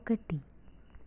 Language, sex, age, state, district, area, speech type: Telugu, female, 18-30, Andhra Pradesh, Kakinada, rural, read